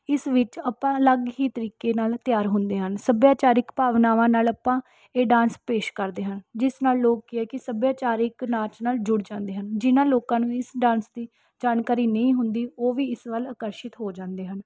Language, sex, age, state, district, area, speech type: Punjabi, female, 18-30, Punjab, Rupnagar, urban, spontaneous